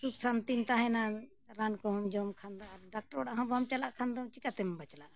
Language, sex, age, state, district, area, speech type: Santali, female, 60+, Jharkhand, Bokaro, rural, spontaneous